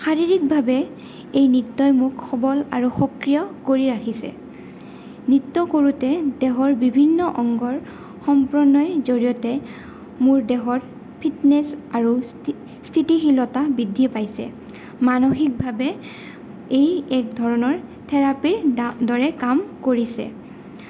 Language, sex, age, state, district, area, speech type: Assamese, female, 18-30, Assam, Goalpara, urban, spontaneous